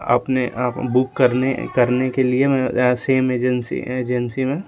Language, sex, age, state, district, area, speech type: Hindi, male, 18-30, Uttar Pradesh, Ghazipur, urban, spontaneous